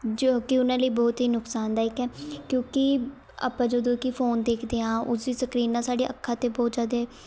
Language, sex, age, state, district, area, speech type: Punjabi, female, 18-30, Punjab, Shaheed Bhagat Singh Nagar, urban, spontaneous